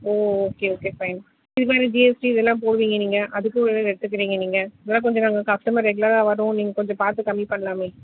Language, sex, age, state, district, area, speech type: Tamil, female, 30-45, Tamil Nadu, Chennai, urban, conversation